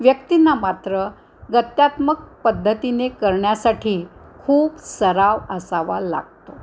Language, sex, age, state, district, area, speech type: Marathi, female, 60+, Maharashtra, Nanded, urban, spontaneous